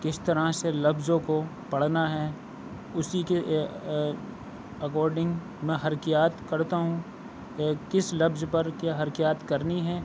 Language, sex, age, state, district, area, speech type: Urdu, male, 30-45, Uttar Pradesh, Aligarh, urban, spontaneous